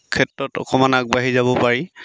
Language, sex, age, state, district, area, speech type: Assamese, male, 30-45, Assam, Sivasagar, rural, spontaneous